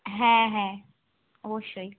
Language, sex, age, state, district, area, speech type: Bengali, female, 18-30, West Bengal, Cooch Behar, urban, conversation